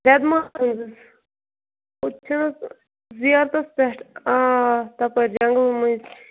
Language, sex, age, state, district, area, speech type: Kashmiri, female, 18-30, Jammu and Kashmir, Bandipora, rural, conversation